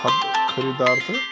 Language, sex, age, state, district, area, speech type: Kashmiri, male, 45-60, Jammu and Kashmir, Bandipora, rural, spontaneous